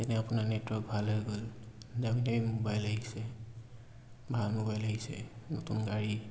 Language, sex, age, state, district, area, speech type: Assamese, male, 18-30, Assam, Dibrugarh, urban, spontaneous